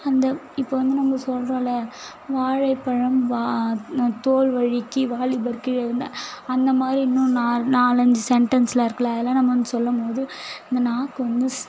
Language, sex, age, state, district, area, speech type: Tamil, female, 18-30, Tamil Nadu, Tiruvannamalai, urban, spontaneous